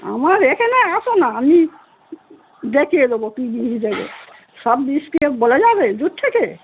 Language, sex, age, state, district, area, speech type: Bengali, female, 60+, West Bengal, Darjeeling, rural, conversation